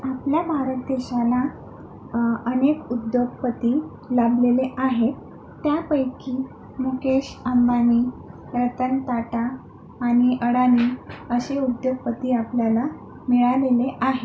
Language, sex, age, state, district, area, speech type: Marathi, female, 30-45, Maharashtra, Akola, urban, spontaneous